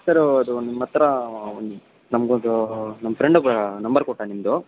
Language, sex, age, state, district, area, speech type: Kannada, male, 18-30, Karnataka, Kolar, rural, conversation